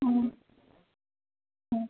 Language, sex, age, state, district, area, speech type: Tamil, female, 45-60, Tamil Nadu, Krishnagiri, rural, conversation